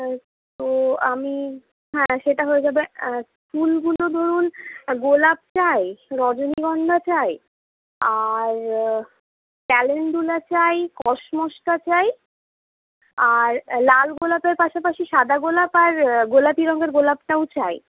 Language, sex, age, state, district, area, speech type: Bengali, female, 18-30, West Bengal, Purulia, urban, conversation